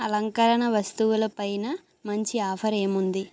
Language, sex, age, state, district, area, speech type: Telugu, female, 18-30, Andhra Pradesh, Anakapalli, rural, read